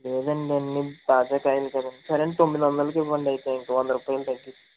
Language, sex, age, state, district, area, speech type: Telugu, male, 18-30, Andhra Pradesh, Konaseema, rural, conversation